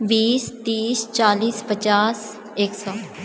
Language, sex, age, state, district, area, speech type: Maithili, female, 18-30, Bihar, Purnia, rural, spontaneous